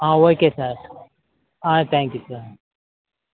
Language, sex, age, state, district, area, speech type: Tamil, male, 45-60, Tamil Nadu, Tenkasi, rural, conversation